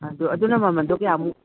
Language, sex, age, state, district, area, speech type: Manipuri, female, 60+, Manipur, Imphal East, rural, conversation